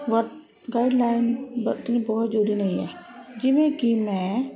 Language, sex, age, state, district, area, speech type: Punjabi, female, 30-45, Punjab, Ludhiana, urban, spontaneous